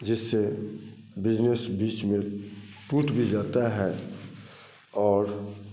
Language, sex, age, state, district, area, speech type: Hindi, male, 45-60, Bihar, Samastipur, rural, spontaneous